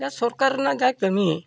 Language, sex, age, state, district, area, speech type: Santali, male, 60+, Odisha, Mayurbhanj, rural, spontaneous